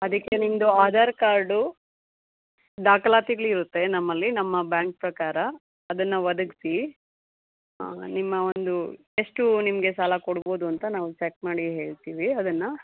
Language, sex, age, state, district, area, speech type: Kannada, female, 30-45, Karnataka, Chikkaballapur, urban, conversation